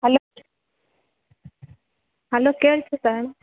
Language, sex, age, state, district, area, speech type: Kannada, female, 18-30, Karnataka, Bellary, urban, conversation